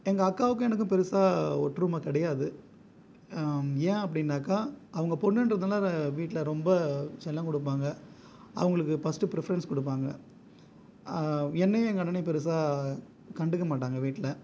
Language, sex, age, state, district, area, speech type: Tamil, male, 30-45, Tamil Nadu, Viluppuram, rural, spontaneous